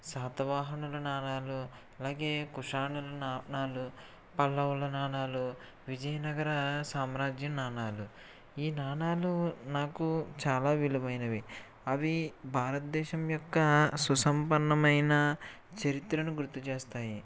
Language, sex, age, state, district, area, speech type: Telugu, male, 30-45, Andhra Pradesh, Krishna, urban, spontaneous